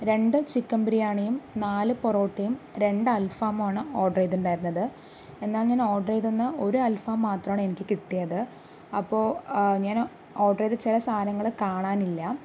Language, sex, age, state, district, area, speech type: Malayalam, female, 45-60, Kerala, Palakkad, rural, spontaneous